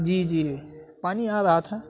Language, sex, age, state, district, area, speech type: Urdu, male, 18-30, Uttar Pradesh, Saharanpur, urban, spontaneous